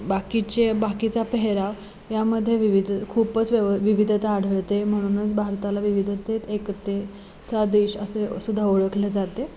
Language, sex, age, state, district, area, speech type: Marathi, female, 18-30, Maharashtra, Sangli, urban, spontaneous